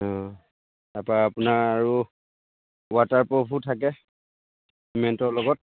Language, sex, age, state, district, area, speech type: Assamese, male, 30-45, Assam, Lakhimpur, urban, conversation